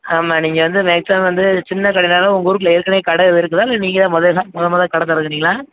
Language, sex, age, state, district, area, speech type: Tamil, male, 18-30, Tamil Nadu, Madurai, rural, conversation